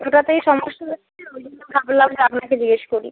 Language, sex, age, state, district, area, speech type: Bengali, female, 18-30, West Bengal, Hooghly, urban, conversation